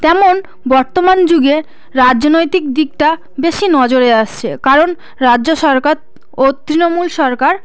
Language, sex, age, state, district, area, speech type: Bengali, female, 18-30, West Bengal, South 24 Parganas, rural, spontaneous